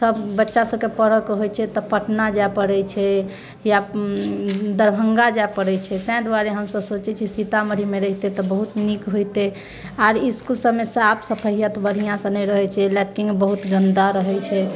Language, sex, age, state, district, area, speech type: Maithili, female, 30-45, Bihar, Sitamarhi, urban, spontaneous